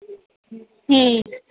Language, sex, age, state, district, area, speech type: Urdu, female, 18-30, Delhi, Central Delhi, urban, conversation